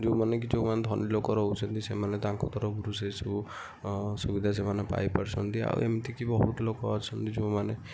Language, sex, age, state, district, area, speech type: Odia, female, 18-30, Odisha, Kendujhar, urban, spontaneous